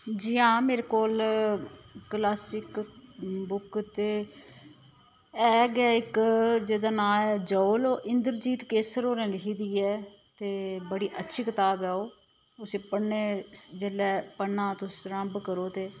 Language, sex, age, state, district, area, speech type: Dogri, female, 30-45, Jammu and Kashmir, Udhampur, rural, spontaneous